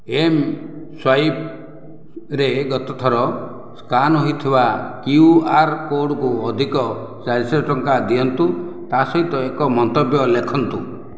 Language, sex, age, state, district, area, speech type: Odia, male, 60+, Odisha, Khordha, rural, read